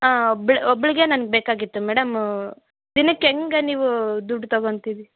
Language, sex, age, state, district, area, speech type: Kannada, female, 18-30, Karnataka, Bellary, urban, conversation